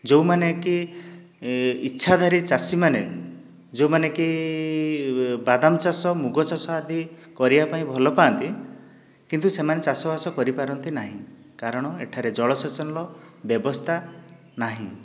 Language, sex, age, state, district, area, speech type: Odia, male, 45-60, Odisha, Dhenkanal, rural, spontaneous